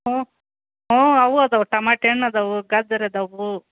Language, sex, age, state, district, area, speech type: Kannada, female, 45-60, Karnataka, Gadag, rural, conversation